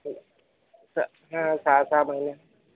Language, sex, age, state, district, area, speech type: Marathi, male, 30-45, Maharashtra, Akola, urban, conversation